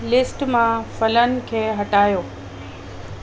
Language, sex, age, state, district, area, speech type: Sindhi, female, 45-60, Delhi, South Delhi, urban, read